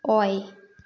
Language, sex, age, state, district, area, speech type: Manipuri, female, 30-45, Manipur, Thoubal, rural, read